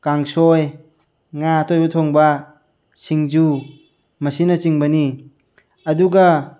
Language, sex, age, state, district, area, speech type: Manipuri, male, 18-30, Manipur, Bishnupur, rural, spontaneous